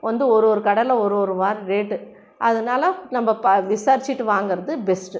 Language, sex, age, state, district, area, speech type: Tamil, female, 60+, Tamil Nadu, Krishnagiri, rural, spontaneous